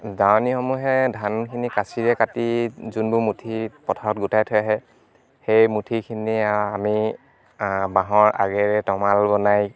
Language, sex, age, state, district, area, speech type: Assamese, male, 18-30, Assam, Dibrugarh, rural, spontaneous